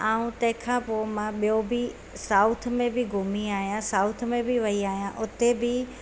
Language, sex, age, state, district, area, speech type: Sindhi, female, 45-60, Gujarat, Surat, urban, spontaneous